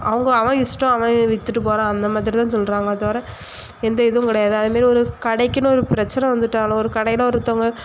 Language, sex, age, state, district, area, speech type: Tamil, female, 18-30, Tamil Nadu, Thoothukudi, rural, spontaneous